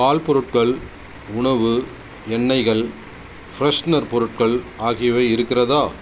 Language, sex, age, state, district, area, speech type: Tamil, male, 30-45, Tamil Nadu, Cuddalore, rural, read